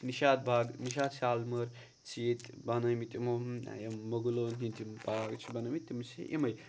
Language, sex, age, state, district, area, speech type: Kashmiri, male, 18-30, Jammu and Kashmir, Pulwama, urban, spontaneous